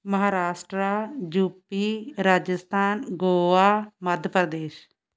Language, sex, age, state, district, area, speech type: Punjabi, female, 60+, Punjab, Shaheed Bhagat Singh Nagar, rural, spontaneous